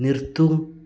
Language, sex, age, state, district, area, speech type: Malayalam, male, 18-30, Kerala, Kasaragod, rural, read